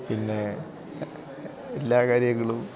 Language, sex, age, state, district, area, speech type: Malayalam, male, 18-30, Kerala, Idukki, rural, spontaneous